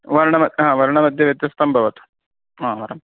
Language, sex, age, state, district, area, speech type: Sanskrit, male, 18-30, Karnataka, Uttara Kannada, rural, conversation